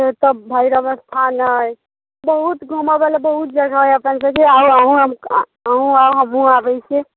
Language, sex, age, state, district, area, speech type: Maithili, female, 18-30, Bihar, Muzaffarpur, rural, conversation